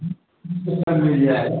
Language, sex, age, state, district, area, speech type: Hindi, male, 45-60, Uttar Pradesh, Varanasi, urban, conversation